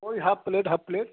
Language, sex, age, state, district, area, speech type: Hindi, male, 30-45, Uttar Pradesh, Chandauli, rural, conversation